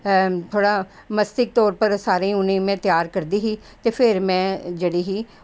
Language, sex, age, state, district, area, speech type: Dogri, female, 60+, Jammu and Kashmir, Jammu, urban, spontaneous